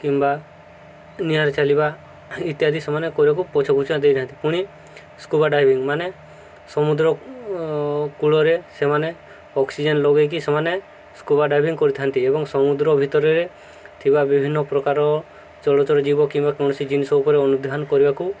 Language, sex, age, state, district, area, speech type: Odia, male, 18-30, Odisha, Subarnapur, urban, spontaneous